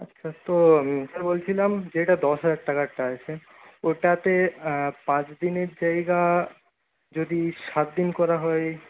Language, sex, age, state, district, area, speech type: Bengali, male, 30-45, West Bengal, Purulia, urban, conversation